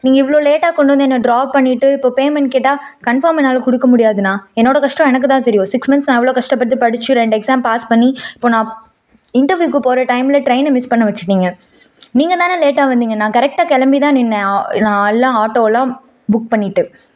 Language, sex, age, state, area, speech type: Tamil, female, 18-30, Tamil Nadu, urban, spontaneous